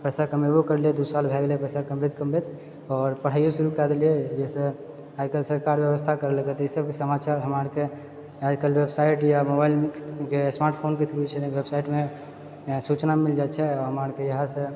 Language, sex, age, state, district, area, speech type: Maithili, male, 30-45, Bihar, Purnia, rural, spontaneous